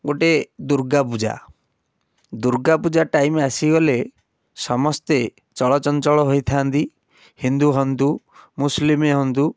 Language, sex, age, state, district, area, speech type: Odia, male, 18-30, Odisha, Cuttack, urban, spontaneous